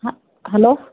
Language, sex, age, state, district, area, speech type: Kannada, female, 18-30, Karnataka, Gulbarga, urban, conversation